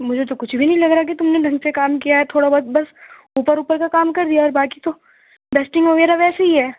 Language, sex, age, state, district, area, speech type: Urdu, female, 45-60, Uttar Pradesh, Gautam Buddha Nagar, urban, conversation